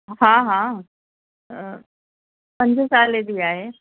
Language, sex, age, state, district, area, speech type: Sindhi, female, 45-60, Delhi, South Delhi, urban, conversation